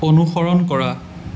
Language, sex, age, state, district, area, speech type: Assamese, male, 18-30, Assam, Sonitpur, rural, read